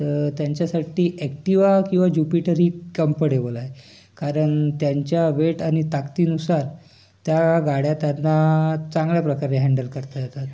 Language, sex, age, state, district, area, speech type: Marathi, male, 18-30, Maharashtra, Raigad, urban, spontaneous